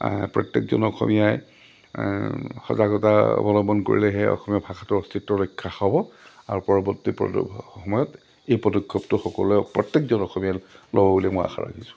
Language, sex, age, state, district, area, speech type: Assamese, male, 45-60, Assam, Lakhimpur, urban, spontaneous